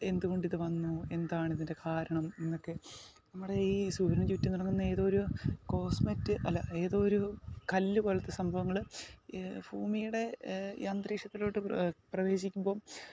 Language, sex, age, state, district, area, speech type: Malayalam, male, 18-30, Kerala, Alappuzha, rural, spontaneous